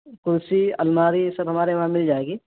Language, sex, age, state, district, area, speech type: Urdu, male, 18-30, Uttar Pradesh, Saharanpur, urban, conversation